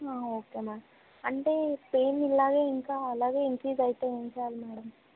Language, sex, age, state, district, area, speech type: Telugu, female, 30-45, Telangana, Ranga Reddy, rural, conversation